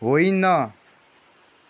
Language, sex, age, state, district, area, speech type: Nepali, male, 30-45, West Bengal, Kalimpong, rural, read